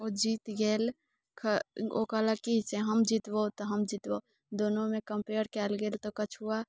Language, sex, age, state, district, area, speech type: Maithili, female, 18-30, Bihar, Muzaffarpur, urban, spontaneous